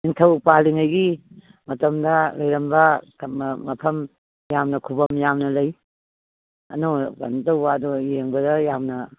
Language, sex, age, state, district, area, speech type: Manipuri, female, 60+, Manipur, Imphal East, rural, conversation